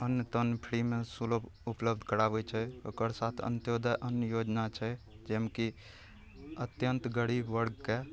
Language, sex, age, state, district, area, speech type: Maithili, male, 18-30, Bihar, Araria, rural, spontaneous